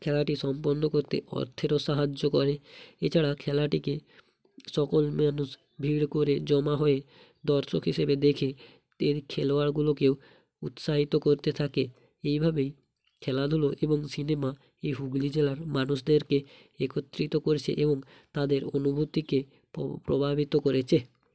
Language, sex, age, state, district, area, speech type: Bengali, male, 18-30, West Bengal, Hooghly, urban, spontaneous